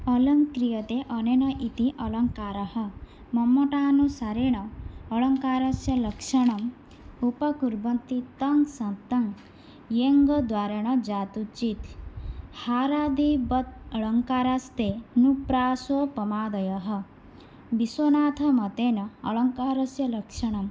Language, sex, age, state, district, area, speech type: Sanskrit, female, 18-30, Odisha, Bhadrak, rural, spontaneous